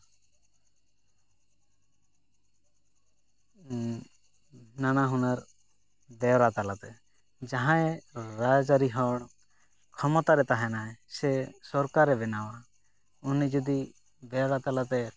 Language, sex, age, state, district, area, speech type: Santali, male, 30-45, West Bengal, Purulia, rural, spontaneous